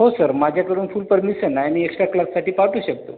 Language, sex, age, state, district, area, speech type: Marathi, male, 30-45, Maharashtra, Washim, rural, conversation